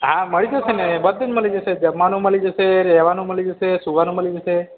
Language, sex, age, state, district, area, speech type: Gujarati, male, 30-45, Gujarat, Narmada, rural, conversation